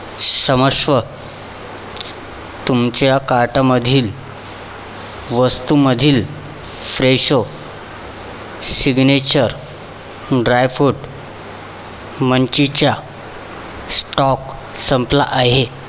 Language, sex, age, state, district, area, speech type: Marathi, male, 18-30, Maharashtra, Nagpur, urban, read